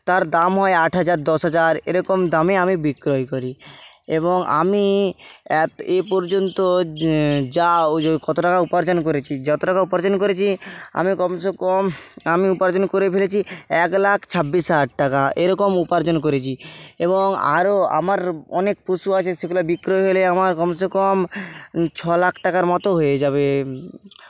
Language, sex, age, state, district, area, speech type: Bengali, male, 18-30, West Bengal, Bankura, rural, spontaneous